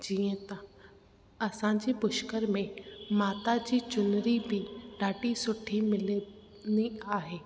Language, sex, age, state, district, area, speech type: Sindhi, female, 18-30, Rajasthan, Ajmer, urban, spontaneous